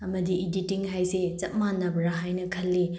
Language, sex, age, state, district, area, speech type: Manipuri, female, 18-30, Manipur, Bishnupur, rural, spontaneous